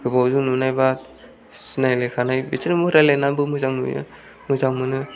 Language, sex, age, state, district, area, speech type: Bodo, male, 18-30, Assam, Kokrajhar, rural, spontaneous